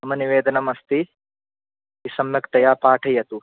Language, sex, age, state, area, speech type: Sanskrit, male, 18-30, Rajasthan, rural, conversation